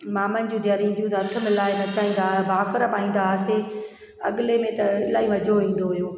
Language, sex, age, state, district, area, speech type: Sindhi, female, 45-60, Gujarat, Junagadh, urban, spontaneous